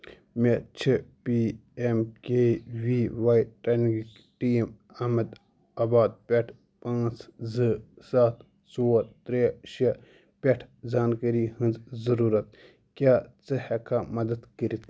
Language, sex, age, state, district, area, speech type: Kashmiri, male, 18-30, Jammu and Kashmir, Ganderbal, rural, read